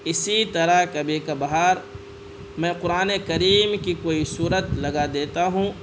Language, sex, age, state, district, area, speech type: Urdu, male, 18-30, Bihar, Purnia, rural, spontaneous